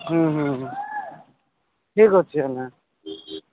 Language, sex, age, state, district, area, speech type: Odia, male, 45-60, Odisha, Nabarangpur, rural, conversation